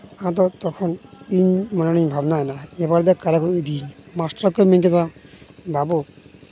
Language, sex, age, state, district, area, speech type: Santali, male, 18-30, West Bengal, Uttar Dinajpur, rural, spontaneous